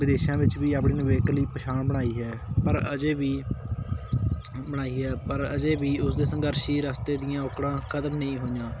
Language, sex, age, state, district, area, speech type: Punjabi, male, 18-30, Punjab, Patiala, urban, spontaneous